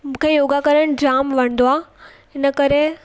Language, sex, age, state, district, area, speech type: Sindhi, female, 18-30, Gujarat, Surat, urban, spontaneous